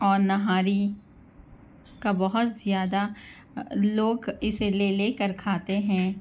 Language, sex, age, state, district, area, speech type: Urdu, female, 30-45, Telangana, Hyderabad, urban, spontaneous